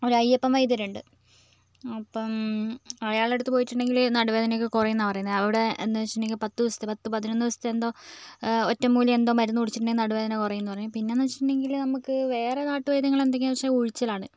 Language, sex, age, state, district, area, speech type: Malayalam, female, 18-30, Kerala, Wayanad, rural, spontaneous